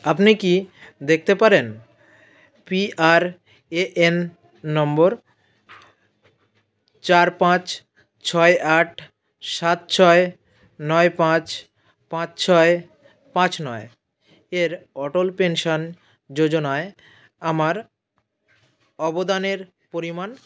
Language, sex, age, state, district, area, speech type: Bengali, male, 30-45, West Bengal, South 24 Parganas, rural, read